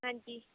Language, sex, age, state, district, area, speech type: Punjabi, female, 18-30, Punjab, Shaheed Bhagat Singh Nagar, rural, conversation